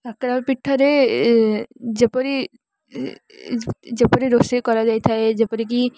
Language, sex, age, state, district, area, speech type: Odia, female, 18-30, Odisha, Ganjam, urban, spontaneous